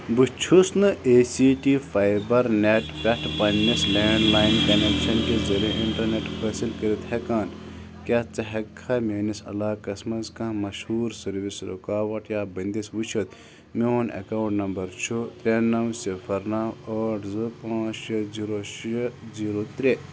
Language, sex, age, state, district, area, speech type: Kashmiri, male, 18-30, Jammu and Kashmir, Bandipora, rural, read